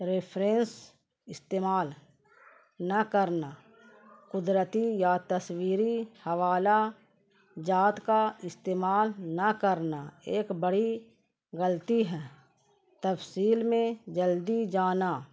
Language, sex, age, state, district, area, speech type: Urdu, female, 45-60, Bihar, Gaya, urban, spontaneous